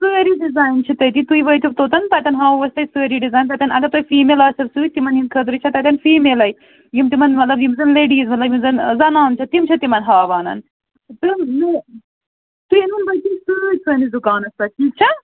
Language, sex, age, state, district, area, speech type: Kashmiri, female, 30-45, Jammu and Kashmir, Srinagar, urban, conversation